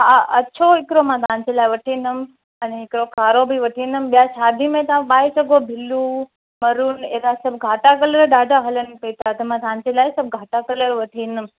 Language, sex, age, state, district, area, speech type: Sindhi, female, 18-30, Gujarat, Junagadh, rural, conversation